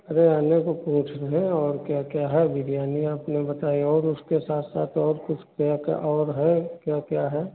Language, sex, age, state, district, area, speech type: Hindi, male, 45-60, Uttar Pradesh, Hardoi, rural, conversation